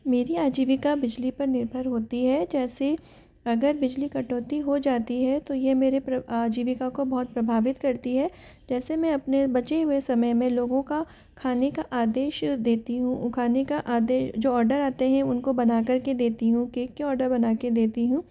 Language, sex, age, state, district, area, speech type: Hindi, female, 60+, Rajasthan, Jaipur, urban, spontaneous